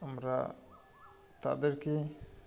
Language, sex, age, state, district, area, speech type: Bengali, male, 45-60, West Bengal, Birbhum, urban, spontaneous